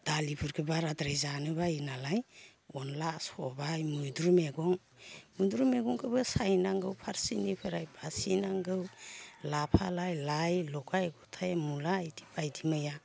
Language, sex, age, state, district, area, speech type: Bodo, female, 45-60, Assam, Baksa, rural, spontaneous